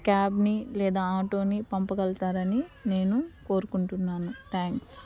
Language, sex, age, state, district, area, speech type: Telugu, female, 30-45, Andhra Pradesh, Nellore, urban, spontaneous